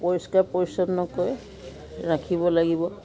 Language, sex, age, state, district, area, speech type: Assamese, female, 60+, Assam, Biswanath, rural, spontaneous